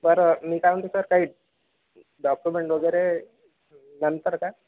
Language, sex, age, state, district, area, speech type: Marathi, male, 30-45, Maharashtra, Akola, urban, conversation